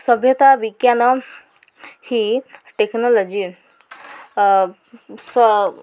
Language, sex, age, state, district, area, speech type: Odia, female, 30-45, Odisha, Koraput, urban, spontaneous